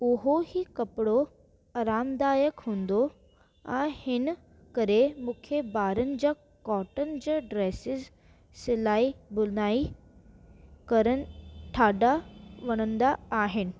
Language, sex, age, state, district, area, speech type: Sindhi, female, 18-30, Delhi, South Delhi, urban, spontaneous